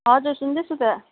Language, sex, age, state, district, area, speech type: Nepali, female, 30-45, West Bengal, Jalpaiguri, rural, conversation